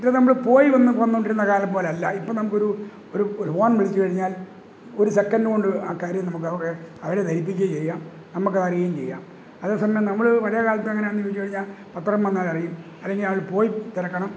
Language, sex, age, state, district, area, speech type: Malayalam, male, 60+, Kerala, Kottayam, rural, spontaneous